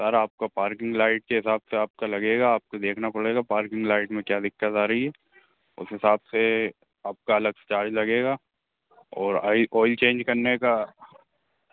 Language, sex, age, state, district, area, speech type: Hindi, male, 18-30, Madhya Pradesh, Hoshangabad, urban, conversation